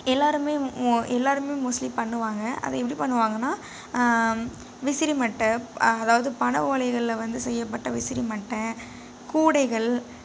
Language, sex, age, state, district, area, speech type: Tamil, female, 18-30, Tamil Nadu, Nagapattinam, rural, spontaneous